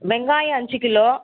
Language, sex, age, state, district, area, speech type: Tamil, female, 18-30, Tamil Nadu, Viluppuram, rural, conversation